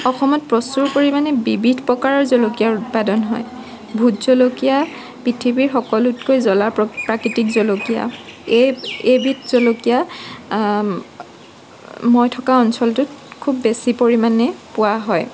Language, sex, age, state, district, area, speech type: Assamese, female, 18-30, Assam, Morigaon, rural, spontaneous